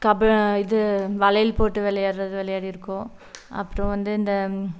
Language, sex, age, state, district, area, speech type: Tamil, female, 30-45, Tamil Nadu, Coimbatore, rural, spontaneous